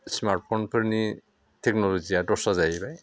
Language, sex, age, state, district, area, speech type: Bodo, male, 60+, Assam, Chirang, urban, spontaneous